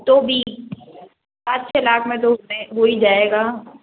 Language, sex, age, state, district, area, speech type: Hindi, female, 30-45, Rajasthan, Jodhpur, urban, conversation